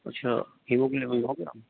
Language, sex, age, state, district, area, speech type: Hindi, male, 60+, Madhya Pradesh, Bhopal, urban, conversation